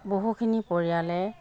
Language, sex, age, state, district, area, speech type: Assamese, female, 45-60, Assam, Jorhat, urban, spontaneous